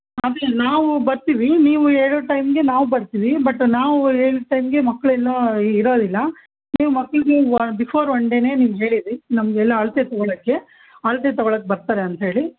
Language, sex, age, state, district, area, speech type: Kannada, female, 30-45, Karnataka, Bellary, rural, conversation